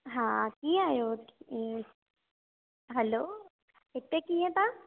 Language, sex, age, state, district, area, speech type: Sindhi, female, 30-45, Gujarat, Surat, urban, conversation